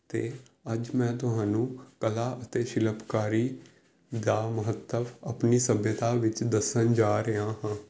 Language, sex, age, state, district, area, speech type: Punjabi, male, 18-30, Punjab, Pathankot, urban, spontaneous